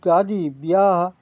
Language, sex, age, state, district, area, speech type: Maithili, male, 60+, Bihar, Madhubani, rural, spontaneous